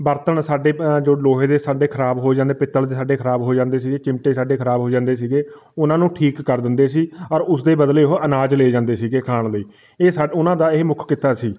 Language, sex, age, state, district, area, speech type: Punjabi, male, 30-45, Punjab, Fatehgarh Sahib, rural, spontaneous